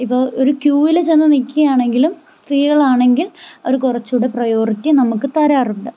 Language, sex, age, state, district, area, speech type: Malayalam, female, 18-30, Kerala, Thiruvananthapuram, rural, spontaneous